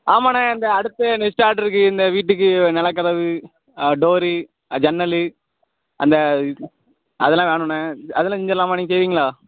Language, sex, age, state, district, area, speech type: Tamil, male, 18-30, Tamil Nadu, Thoothukudi, rural, conversation